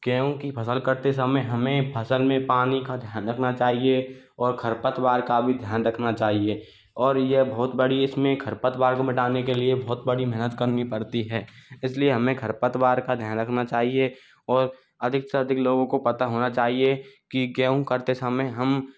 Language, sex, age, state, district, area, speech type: Hindi, male, 30-45, Rajasthan, Karauli, urban, spontaneous